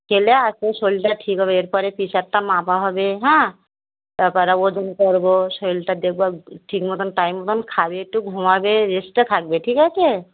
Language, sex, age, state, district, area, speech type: Bengali, female, 45-60, West Bengal, Dakshin Dinajpur, rural, conversation